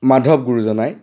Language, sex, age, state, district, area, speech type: Assamese, male, 45-60, Assam, Golaghat, urban, spontaneous